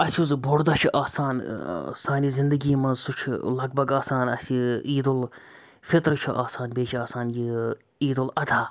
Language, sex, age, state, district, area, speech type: Kashmiri, male, 30-45, Jammu and Kashmir, Srinagar, urban, spontaneous